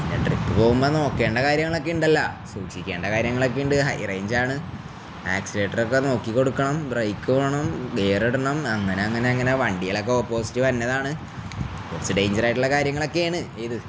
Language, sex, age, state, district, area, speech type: Malayalam, male, 18-30, Kerala, Palakkad, rural, spontaneous